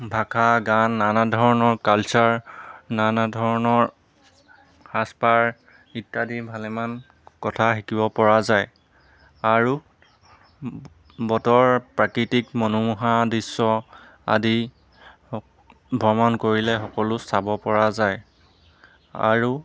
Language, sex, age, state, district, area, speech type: Assamese, male, 18-30, Assam, Jorhat, urban, spontaneous